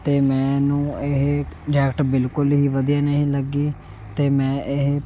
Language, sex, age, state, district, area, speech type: Punjabi, male, 18-30, Punjab, Shaheed Bhagat Singh Nagar, rural, spontaneous